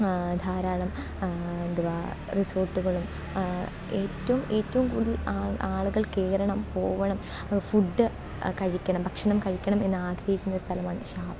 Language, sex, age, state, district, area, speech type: Malayalam, female, 18-30, Kerala, Alappuzha, rural, spontaneous